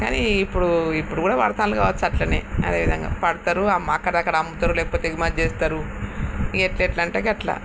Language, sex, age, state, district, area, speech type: Telugu, female, 60+, Telangana, Peddapalli, rural, spontaneous